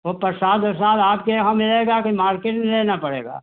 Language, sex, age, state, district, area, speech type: Hindi, male, 60+, Uttar Pradesh, Hardoi, rural, conversation